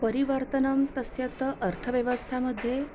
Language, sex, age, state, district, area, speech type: Sanskrit, female, 30-45, Maharashtra, Nagpur, urban, spontaneous